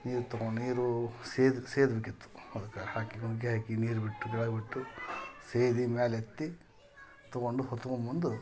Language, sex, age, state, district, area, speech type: Kannada, male, 45-60, Karnataka, Koppal, rural, spontaneous